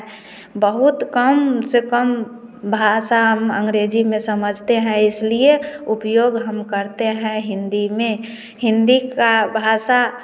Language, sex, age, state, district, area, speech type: Hindi, female, 30-45, Bihar, Samastipur, rural, spontaneous